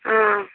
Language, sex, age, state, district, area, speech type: Odia, female, 18-30, Odisha, Bhadrak, rural, conversation